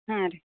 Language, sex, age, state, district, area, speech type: Kannada, female, 18-30, Karnataka, Gulbarga, urban, conversation